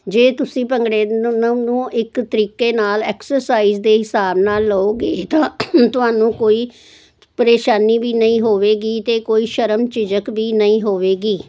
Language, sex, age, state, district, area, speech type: Punjabi, female, 60+, Punjab, Jalandhar, urban, spontaneous